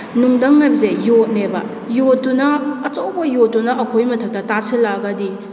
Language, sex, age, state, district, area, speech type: Manipuri, female, 30-45, Manipur, Kakching, rural, spontaneous